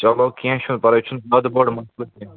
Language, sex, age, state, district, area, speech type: Kashmiri, male, 30-45, Jammu and Kashmir, Srinagar, urban, conversation